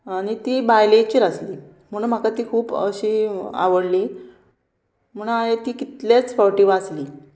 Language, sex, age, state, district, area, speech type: Goan Konkani, female, 30-45, Goa, Murmgao, rural, spontaneous